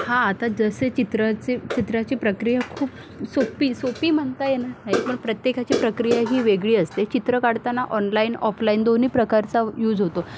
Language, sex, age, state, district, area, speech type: Marathi, female, 18-30, Maharashtra, Solapur, urban, spontaneous